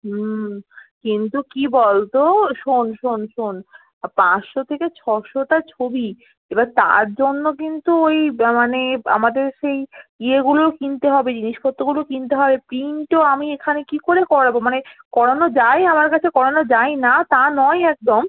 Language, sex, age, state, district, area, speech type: Bengali, female, 18-30, West Bengal, Malda, rural, conversation